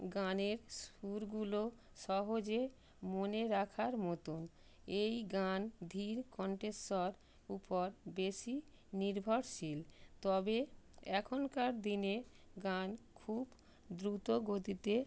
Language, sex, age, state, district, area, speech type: Bengali, female, 45-60, West Bengal, North 24 Parganas, urban, spontaneous